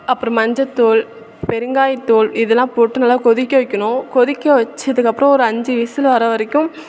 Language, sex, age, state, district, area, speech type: Tamil, female, 18-30, Tamil Nadu, Thanjavur, urban, spontaneous